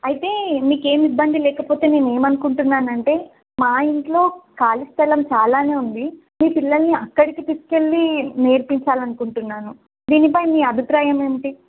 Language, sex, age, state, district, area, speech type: Telugu, female, 18-30, Telangana, Narayanpet, urban, conversation